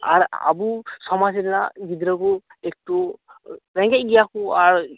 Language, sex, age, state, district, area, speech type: Santali, male, 18-30, West Bengal, Birbhum, rural, conversation